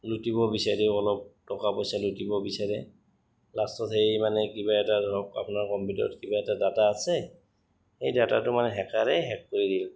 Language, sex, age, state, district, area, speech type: Assamese, male, 30-45, Assam, Goalpara, urban, spontaneous